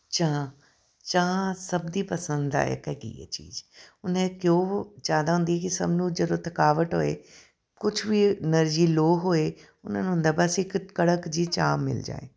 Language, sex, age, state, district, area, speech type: Punjabi, female, 45-60, Punjab, Tarn Taran, urban, spontaneous